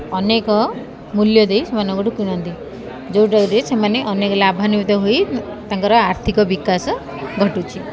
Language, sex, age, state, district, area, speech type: Odia, female, 30-45, Odisha, Koraput, urban, spontaneous